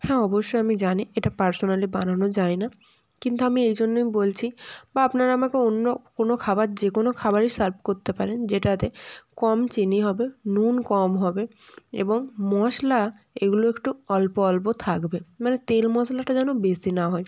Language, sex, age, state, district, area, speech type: Bengali, female, 18-30, West Bengal, North 24 Parganas, rural, spontaneous